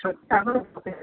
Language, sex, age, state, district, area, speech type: Bodo, male, 45-60, Assam, Kokrajhar, rural, conversation